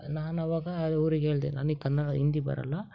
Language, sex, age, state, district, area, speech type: Kannada, male, 18-30, Karnataka, Chitradurga, rural, spontaneous